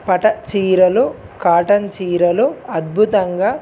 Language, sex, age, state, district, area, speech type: Telugu, male, 18-30, Telangana, Adilabad, urban, spontaneous